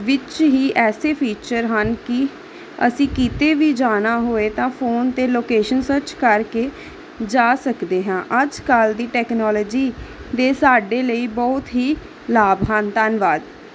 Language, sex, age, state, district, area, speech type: Punjabi, female, 18-30, Punjab, Pathankot, urban, spontaneous